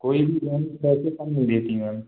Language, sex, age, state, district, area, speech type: Hindi, male, 18-30, Madhya Pradesh, Gwalior, rural, conversation